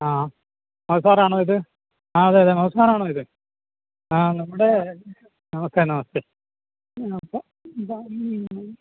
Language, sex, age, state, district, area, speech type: Malayalam, male, 60+, Kerala, Alappuzha, rural, conversation